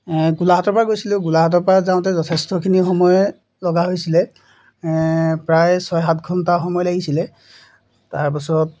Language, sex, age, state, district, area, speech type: Assamese, male, 18-30, Assam, Golaghat, urban, spontaneous